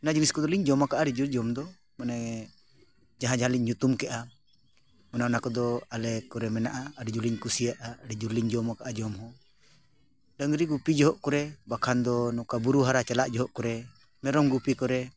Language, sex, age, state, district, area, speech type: Santali, male, 45-60, Jharkhand, Bokaro, rural, spontaneous